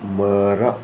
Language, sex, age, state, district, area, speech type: Kannada, male, 60+, Karnataka, Shimoga, rural, read